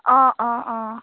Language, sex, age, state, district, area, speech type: Assamese, female, 18-30, Assam, Sivasagar, urban, conversation